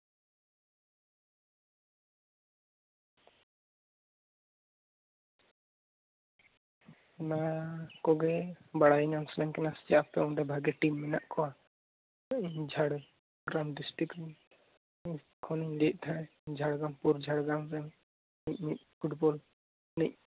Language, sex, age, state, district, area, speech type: Santali, female, 18-30, West Bengal, Jhargram, rural, conversation